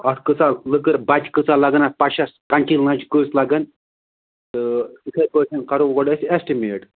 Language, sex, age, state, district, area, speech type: Kashmiri, male, 45-60, Jammu and Kashmir, Ganderbal, rural, conversation